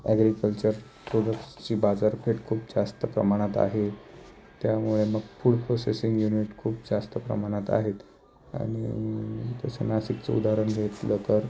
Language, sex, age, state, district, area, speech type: Marathi, male, 30-45, Maharashtra, Nashik, urban, spontaneous